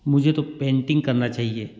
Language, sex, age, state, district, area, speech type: Hindi, male, 30-45, Madhya Pradesh, Ujjain, rural, spontaneous